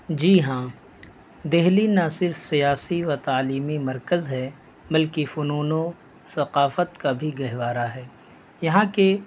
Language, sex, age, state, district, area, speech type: Urdu, male, 18-30, Delhi, North East Delhi, rural, spontaneous